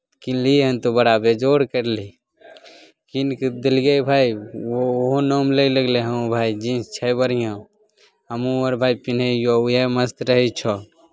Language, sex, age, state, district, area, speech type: Maithili, male, 18-30, Bihar, Begusarai, rural, spontaneous